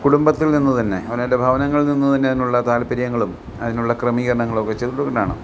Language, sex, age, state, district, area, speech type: Malayalam, male, 60+, Kerala, Alappuzha, rural, spontaneous